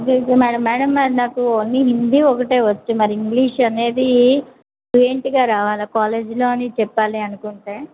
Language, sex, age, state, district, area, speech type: Telugu, female, 45-60, Andhra Pradesh, Anakapalli, rural, conversation